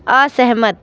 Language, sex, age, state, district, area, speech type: Hindi, female, 45-60, Uttar Pradesh, Sonbhadra, rural, read